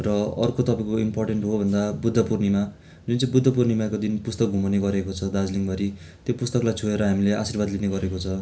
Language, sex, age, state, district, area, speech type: Nepali, male, 18-30, West Bengal, Darjeeling, rural, spontaneous